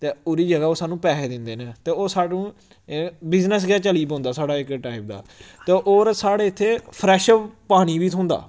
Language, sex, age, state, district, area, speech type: Dogri, male, 18-30, Jammu and Kashmir, Samba, rural, spontaneous